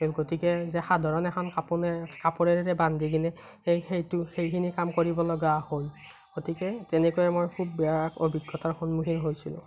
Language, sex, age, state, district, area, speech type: Assamese, male, 30-45, Assam, Morigaon, rural, spontaneous